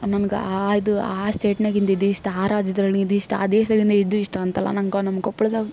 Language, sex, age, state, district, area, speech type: Kannada, female, 18-30, Karnataka, Koppal, urban, spontaneous